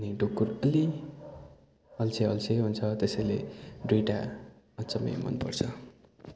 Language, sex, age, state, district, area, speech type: Nepali, male, 30-45, West Bengal, Darjeeling, rural, spontaneous